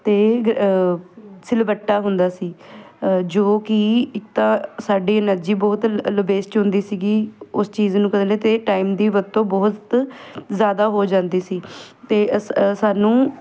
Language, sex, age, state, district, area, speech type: Punjabi, female, 18-30, Punjab, Ludhiana, urban, spontaneous